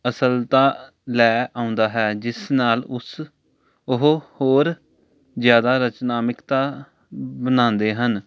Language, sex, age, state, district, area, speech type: Punjabi, male, 18-30, Punjab, Jalandhar, urban, spontaneous